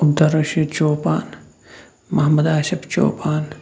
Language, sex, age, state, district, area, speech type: Kashmiri, male, 18-30, Jammu and Kashmir, Shopian, urban, spontaneous